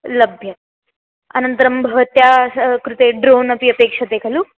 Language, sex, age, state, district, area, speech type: Sanskrit, female, 18-30, Maharashtra, Nagpur, urban, conversation